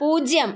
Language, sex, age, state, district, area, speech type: Malayalam, female, 18-30, Kerala, Kannur, rural, read